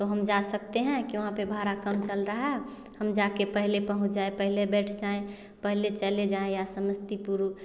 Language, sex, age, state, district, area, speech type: Hindi, female, 30-45, Bihar, Samastipur, rural, spontaneous